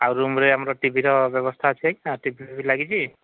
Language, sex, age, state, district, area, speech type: Odia, male, 45-60, Odisha, Sambalpur, rural, conversation